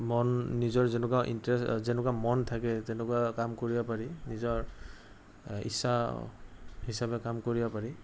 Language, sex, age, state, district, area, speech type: Assamese, male, 45-60, Assam, Morigaon, rural, spontaneous